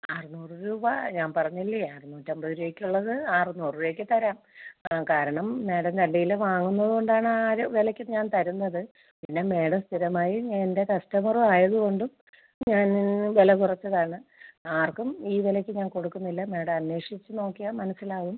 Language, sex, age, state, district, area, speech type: Malayalam, female, 45-60, Kerala, Thiruvananthapuram, rural, conversation